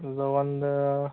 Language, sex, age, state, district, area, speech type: Kannada, male, 30-45, Karnataka, Belgaum, rural, conversation